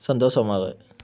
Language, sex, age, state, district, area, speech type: Tamil, male, 18-30, Tamil Nadu, Nagapattinam, rural, read